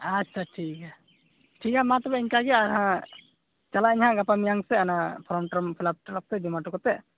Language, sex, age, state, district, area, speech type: Santali, male, 18-30, West Bengal, Malda, rural, conversation